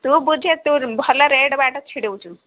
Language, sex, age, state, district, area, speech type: Odia, female, 30-45, Odisha, Ganjam, urban, conversation